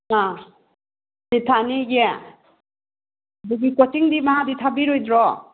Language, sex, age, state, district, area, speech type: Manipuri, female, 45-60, Manipur, Kakching, rural, conversation